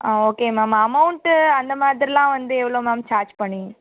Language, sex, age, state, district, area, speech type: Tamil, female, 30-45, Tamil Nadu, Mayiladuthurai, urban, conversation